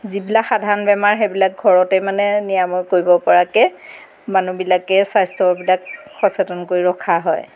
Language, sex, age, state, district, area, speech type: Assamese, female, 45-60, Assam, Golaghat, rural, spontaneous